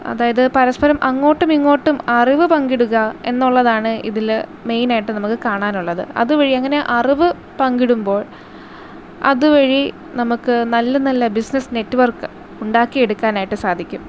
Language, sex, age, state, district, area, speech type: Malayalam, female, 18-30, Kerala, Thiruvananthapuram, urban, spontaneous